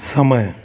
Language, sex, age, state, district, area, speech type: Hindi, male, 45-60, Bihar, Madhepura, rural, read